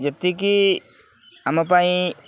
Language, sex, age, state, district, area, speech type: Odia, male, 30-45, Odisha, Kendrapara, urban, spontaneous